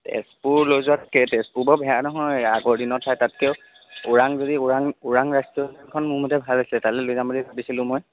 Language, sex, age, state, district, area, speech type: Assamese, male, 30-45, Assam, Darrang, rural, conversation